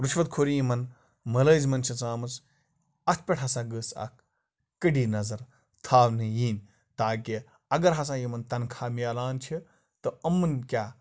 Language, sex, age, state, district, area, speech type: Kashmiri, male, 30-45, Jammu and Kashmir, Bandipora, rural, spontaneous